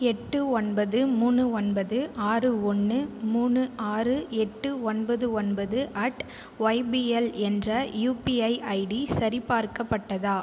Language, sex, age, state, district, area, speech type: Tamil, female, 18-30, Tamil Nadu, Viluppuram, urban, read